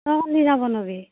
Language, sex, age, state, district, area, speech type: Assamese, female, 30-45, Assam, Darrang, rural, conversation